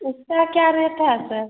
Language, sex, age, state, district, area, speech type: Hindi, female, 30-45, Bihar, Begusarai, rural, conversation